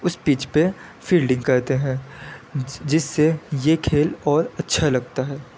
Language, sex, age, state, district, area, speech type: Urdu, male, 18-30, Delhi, Central Delhi, urban, spontaneous